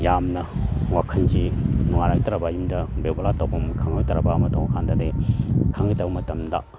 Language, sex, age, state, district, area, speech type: Manipuri, male, 45-60, Manipur, Kakching, rural, spontaneous